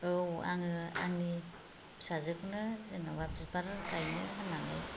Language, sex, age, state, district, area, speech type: Bodo, female, 45-60, Assam, Kokrajhar, rural, spontaneous